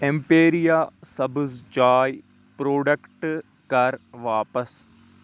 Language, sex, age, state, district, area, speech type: Kashmiri, male, 30-45, Jammu and Kashmir, Anantnag, rural, read